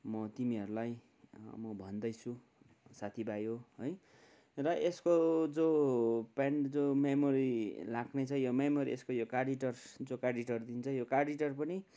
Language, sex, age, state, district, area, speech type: Nepali, male, 45-60, West Bengal, Kalimpong, rural, spontaneous